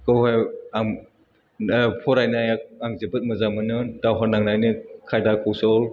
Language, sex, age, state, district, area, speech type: Bodo, male, 60+, Assam, Chirang, urban, spontaneous